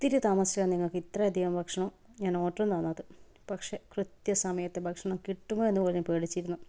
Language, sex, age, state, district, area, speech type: Malayalam, female, 30-45, Kerala, Kannur, rural, spontaneous